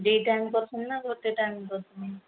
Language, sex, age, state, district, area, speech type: Odia, female, 30-45, Odisha, Sundergarh, urban, conversation